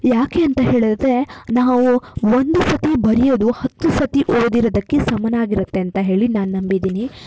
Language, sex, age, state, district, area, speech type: Kannada, female, 18-30, Karnataka, Shimoga, urban, spontaneous